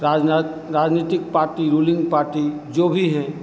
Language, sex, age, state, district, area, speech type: Hindi, male, 60+, Bihar, Begusarai, rural, spontaneous